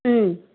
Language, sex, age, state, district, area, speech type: Telugu, female, 30-45, Telangana, Medchal, rural, conversation